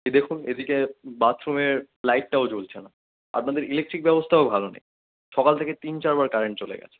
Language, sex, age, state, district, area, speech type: Bengali, male, 18-30, West Bengal, Howrah, urban, conversation